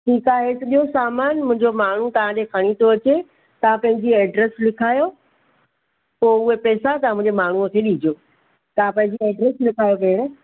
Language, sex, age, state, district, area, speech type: Sindhi, female, 45-60, Maharashtra, Thane, urban, conversation